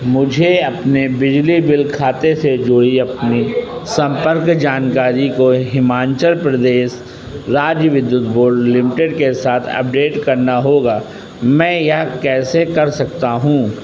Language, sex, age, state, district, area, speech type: Hindi, male, 60+, Uttar Pradesh, Sitapur, rural, read